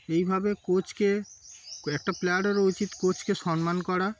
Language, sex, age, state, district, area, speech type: Bengali, male, 30-45, West Bengal, Darjeeling, urban, spontaneous